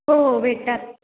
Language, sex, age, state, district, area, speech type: Marathi, female, 18-30, Maharashtra, Kolhapur, rural, conversation